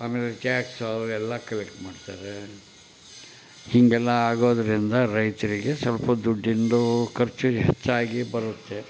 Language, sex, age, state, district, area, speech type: Kannada, male, 60+, Karnataka, Koppal, rural, spontaneous